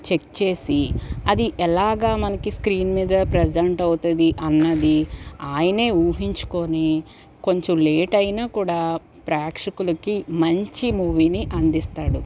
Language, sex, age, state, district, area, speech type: Telugu, female, 30-45, Andhra Pradesh, Guntur, rural, spontaneous